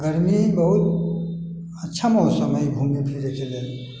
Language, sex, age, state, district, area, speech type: Maithili, male, 45-60, Bihar, Sitamarhi, rural, spontaneous